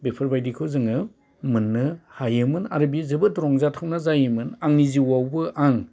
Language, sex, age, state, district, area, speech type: Bodo, male, 45-60, Assam, Udalguri, urban, spontaneous